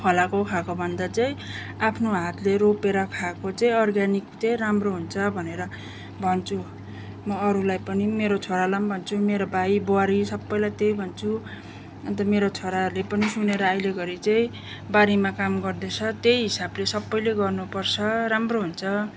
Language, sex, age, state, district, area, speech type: Nepali, female, 30-45, West Bengal, Darjeeling, rural, spontaneous